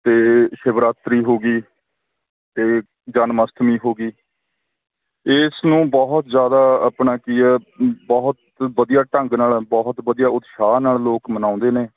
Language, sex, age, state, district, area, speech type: Punjabi, male, 30-45, Punjab, Mansa, urban, conversation